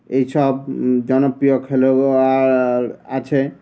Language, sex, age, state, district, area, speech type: Bengali, male, 30-45, West Bengal, Uttar Dinajpur, urban, spontaneous